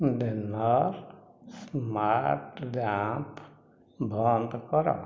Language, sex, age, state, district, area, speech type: Odia, male, 60+, Odisha, Dhenkanal, rural, read